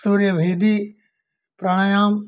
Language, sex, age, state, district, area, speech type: Hindi, male, 60+, Uttar Pradesh, Azamgarh, urban, spontaneous